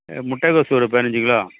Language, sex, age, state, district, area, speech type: Tamil, male, 60+, Tamil Nadu, Thanjavur, rural, conversation